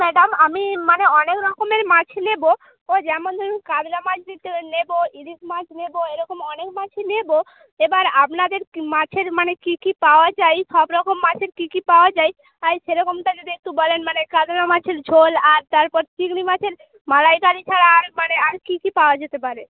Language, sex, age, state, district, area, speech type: Bengali, female, 30-45, West Bengal, Purba Medinipur, rural, conversation